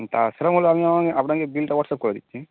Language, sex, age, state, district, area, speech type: Bengali, male, 18-30, West Bengal, North 24 Parganas, urban, conversation